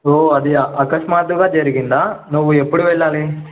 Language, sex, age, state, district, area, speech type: Telugu, male, 18-30, Telangana, Nizamabad, urban, conversation